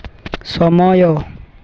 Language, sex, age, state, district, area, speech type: Odia, male, 18-30, Odisha, Balangir, urban, read